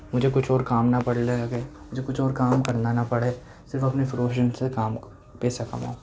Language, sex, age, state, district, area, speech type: Urdu, male, 18-30, Delhi, Central Delhi, urban, spontaneous